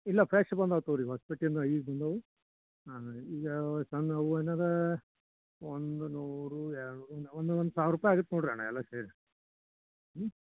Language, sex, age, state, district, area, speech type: Kannada, male, 60+, Karnataka, Koppal, rural, conversation